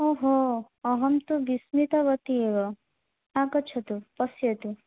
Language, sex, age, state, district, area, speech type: Sanskrit, female, 18-30, Odisha, Bhadrak, rural, conversation